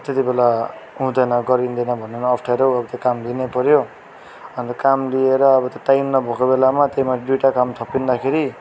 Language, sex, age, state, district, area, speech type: Nepali, male, 30-45, West Bengal, Darjeeling, rural, spontaneous